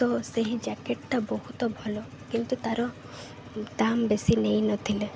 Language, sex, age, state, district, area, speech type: Odia, female, 18-30, Odisha, Malkangiri, urban, spontaneous